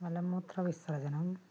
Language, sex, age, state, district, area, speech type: Malayalam, female, 60+, Kerala, Wayanad, rural, spontaneous